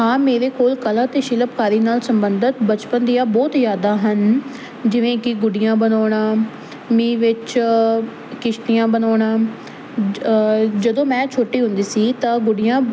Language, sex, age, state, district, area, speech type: Punjabi, female, 18-30, Punjab, Fazilka, rural, spontaneous